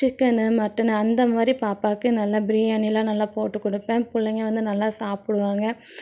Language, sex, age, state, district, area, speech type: Tamil, female, 30-45, Tamil Nadu, Thoothukudi, urban, spontaneous